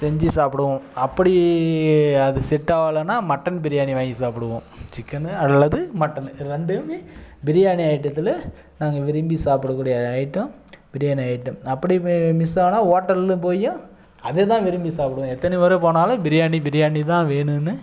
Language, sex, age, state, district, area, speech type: Tamil, male, 30-45, Tamil Nadu, Dharmapuri, urban, spontaneous